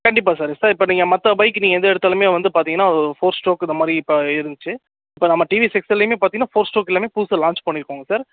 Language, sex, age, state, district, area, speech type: Tamil, male, 18-30, Tamil Nadu, Sivaganga, rural, conversation